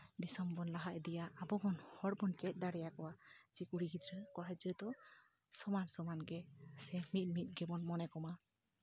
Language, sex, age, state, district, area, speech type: Santali, female, 18-30, West Bengal, Jhargram, rural, spontaneous